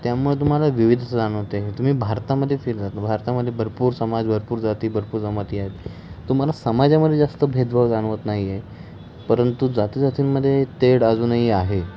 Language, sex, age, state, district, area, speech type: Marathi, male, 18-30, Maharashtra, Pune, urban, spontaneous